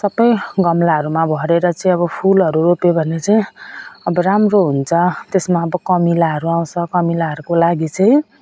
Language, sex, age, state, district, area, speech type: Nepali, female, 45-60, West Bengal, Jalpaiguri, urban, spontaneous